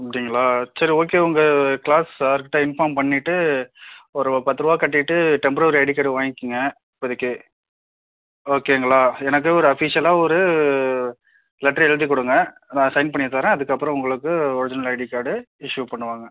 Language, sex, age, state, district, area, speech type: Tamil, male, 45-60, Tamil Nadu, Mayiladuthurai, rural, conversation